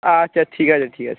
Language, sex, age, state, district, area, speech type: Bengali, male, 18-30, West Bengal, Uttar Dinajpur, urban, conversation